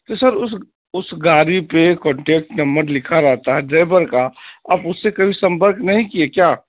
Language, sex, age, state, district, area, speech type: Urdu, male, 30-45, Bihar, Saharsa, rural, conversation